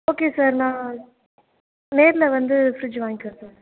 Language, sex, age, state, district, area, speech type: Tamil, female, 18-30, Tamil Nadu, Thanjavur, rural, conversation